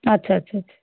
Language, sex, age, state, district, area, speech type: Bengali, female, 45-60, West Bengal, Bankura, urban, conversation